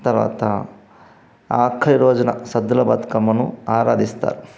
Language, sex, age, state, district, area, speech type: Telugu, male, 30-45, Telangana, Karimnagar, rural, spontaneous